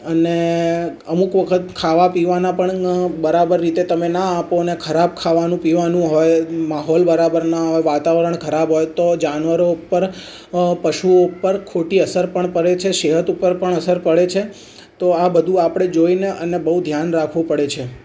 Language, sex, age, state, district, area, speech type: Gujarati, male, 18-30, Gujarat, Ahmedabad, urban, spontaneous